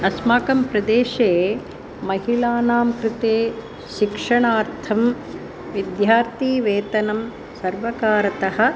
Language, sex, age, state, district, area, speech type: Sanskrit, female, 45-60, Tamil Nadu, Chennai, urban, spontaneous